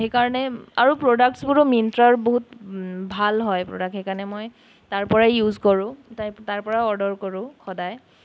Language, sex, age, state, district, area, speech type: Assamese, female, 30-45, Assam, Sonitpur, rural, spontaneous